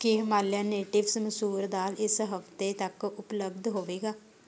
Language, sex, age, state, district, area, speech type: Punjabi, female, 18-30, Punjab, Shaheed Bhagat Singh Nagar, rural, read